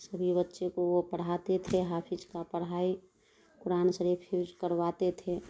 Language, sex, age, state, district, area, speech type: Urdu, female, 30-45, Bihar, Darbhanga, rural, spontaneous